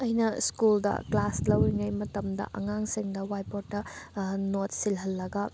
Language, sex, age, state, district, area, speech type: Manipuri, female, 18-30, Manipur, Thoubal, rural, spontaneous